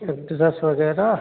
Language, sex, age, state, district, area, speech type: Hindi, male, 45-60, Uttar Pradesh, Hardoi, rural, conversation